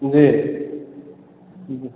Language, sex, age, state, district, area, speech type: Hindi, male, 30-45, Uttar Pradesh, Sitapur, rural, conversation